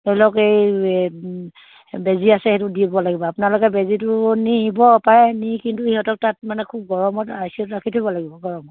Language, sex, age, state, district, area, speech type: Assamese, female, 30-45, Assam, Sivasagar, rural, conversation